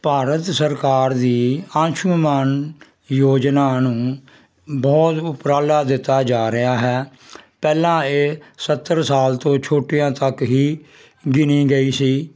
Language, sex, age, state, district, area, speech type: Punjabi, male, 60+, Punjab, Jalandhar, rural, spontaneous